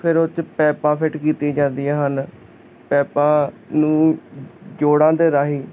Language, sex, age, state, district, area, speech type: Punjabi, male, 30-45, Punjab, Hoshiarpur, rural, spontaneous